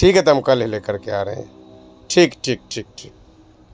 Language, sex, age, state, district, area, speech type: Urdu, male, 30-45, Bihar, Madhubani, rural, spontaneous